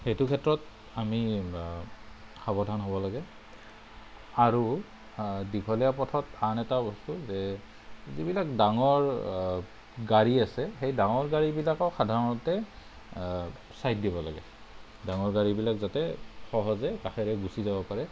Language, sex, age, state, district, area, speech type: Assamese, male, 30-45, Assam, Kamrup Metropolitan, urban, spontaneous